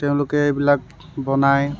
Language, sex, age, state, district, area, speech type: Assamese, male, 18-30, Assam, Tinsukia, rural, spontaneous